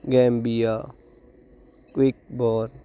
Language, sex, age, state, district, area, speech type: Punjabi, male, 30-45, Punjab, Hoshiarpur, rural, spontaneous